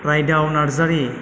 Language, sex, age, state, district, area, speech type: Bodo, male, 30-45, Assam, Chirang, rural, spontaneous